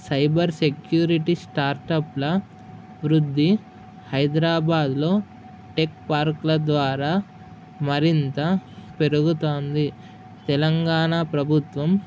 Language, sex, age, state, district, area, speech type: Telugu, male, 18-30, Telangana, Mahabubabad, urban, spontaneous